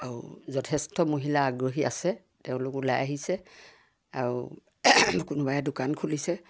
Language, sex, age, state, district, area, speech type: Assamese, female, 60+, Assam, Kamrup Metropolitan, rural, spontaneous